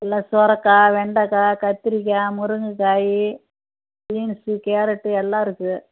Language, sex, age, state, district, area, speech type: Tamil, female, 60+, Tamil Nadu, Kallakurichi, urban, conversation